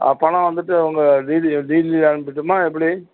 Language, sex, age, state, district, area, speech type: Tamil, male, 60+, Tamil Nadu, Perambalur, rural, conversation